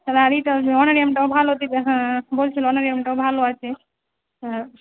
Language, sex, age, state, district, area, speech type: Bengali, female, 30-45, West Bengal, Murshidabad, rural, conversation